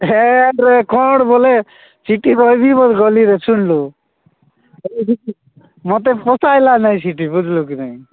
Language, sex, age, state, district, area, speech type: Odia, male, 45-60, Odisha, Nabarangpur, rural, conversation